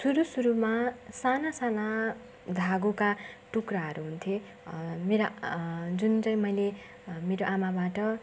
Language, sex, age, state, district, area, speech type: Nepali, female, 18-30, West Bengal, Darjeeling, rural, spontaneous